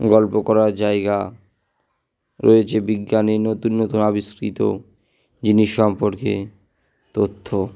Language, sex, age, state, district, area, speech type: Bengali, male, 18-30, West Bengal, Purba Bardhaman, urban, spontaneous